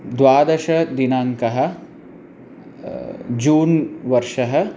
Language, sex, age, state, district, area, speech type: Sanskrit, male, 18-30, Punjab, Amritsar, urban, spontaneous